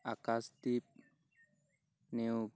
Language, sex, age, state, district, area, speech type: Assamese, male, 18-30, Assam, Golaghat, rural, spontaneous